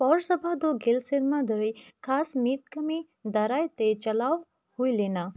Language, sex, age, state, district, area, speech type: Santali, female, 18-30, Jharkhand, Bokaro, rural, read